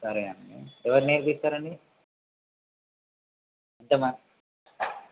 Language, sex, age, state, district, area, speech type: Telugu, male, 18-30, Telangana, Mulugu, rural, conversation